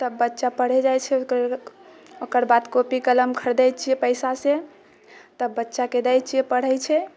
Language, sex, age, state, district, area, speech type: Maithili, female, 18-30, Bihar, Purnia, rural, spontaneous